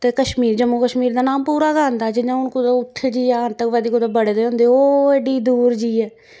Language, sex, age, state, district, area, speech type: Dogri, female, 30-45, Jammu and Kashmir, Jammu, urban, spontaneous